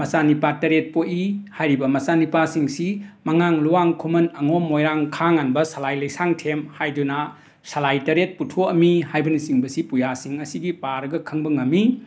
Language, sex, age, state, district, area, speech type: Manipuri, male, 60+, Manipur, Imphal West, urban, spontaneous